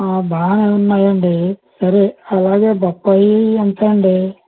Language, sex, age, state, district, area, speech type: Telugu, male, 60+, Andhra Pradesh, Konaseema, rural, conversation